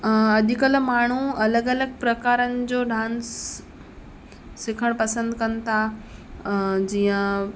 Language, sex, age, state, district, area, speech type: Sindhi, female, 18-30, Gujarat, Kutch, rural, spontaneous